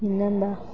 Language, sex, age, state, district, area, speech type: Malayalam, female, 18-30, Kerala, Idukki, rural, spontaneous